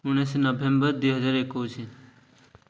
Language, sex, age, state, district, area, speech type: Odia, male, 18-30, Odisha, Ganjam, urban, spontaneous